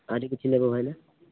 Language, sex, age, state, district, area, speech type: Odia, male, 18-30, Odisha, Malkangiri, urban, conversation